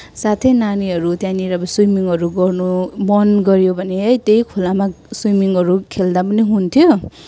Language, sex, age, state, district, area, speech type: Nepali, female, 18-30, West Bengal, Kalimpong, rural, spontaneous